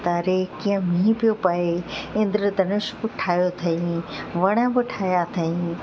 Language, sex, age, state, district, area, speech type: Sindhi, female, 45-60, Uttar Pradesh, Lucknow, rural, spontaneous